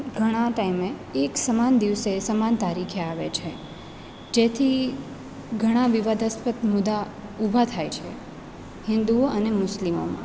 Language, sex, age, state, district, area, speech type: Gujarati, female, 30-45, Gujarat, Rajkot, urban, spontaneous